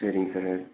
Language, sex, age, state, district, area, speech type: Tamil, male, 30-45, Tamil Nadu, Thanjavur, rural, conversation